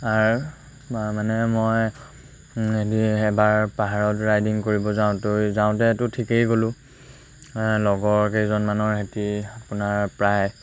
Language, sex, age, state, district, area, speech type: Assamese, male, 18-30, Assam, Lakhimpur, rural, spontaneous